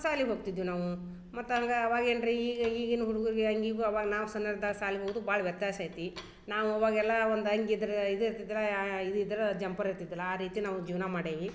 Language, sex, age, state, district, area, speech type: Kannada, female, 30-45, Karnataka, Dharwad, urban, spontaneous